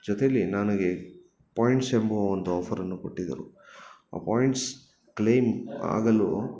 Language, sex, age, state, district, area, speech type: Kannada, male, 30-45, Karnataka, Bangalore Urban, urban, spontaneous